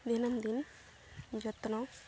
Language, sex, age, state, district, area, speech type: Santali, female, 18-30, West Bengal, Dakshin Dinajpur, rural, spontaneous